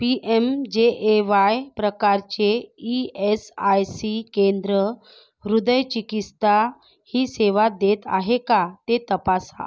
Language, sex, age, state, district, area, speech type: Marathi, female, 30-45, Maharashtra, Nagpur, urban, read